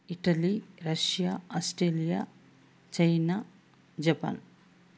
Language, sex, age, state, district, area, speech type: Telugu, female, 45-60, Andhra Pradesh, Sri Balaji, rural, spontaneous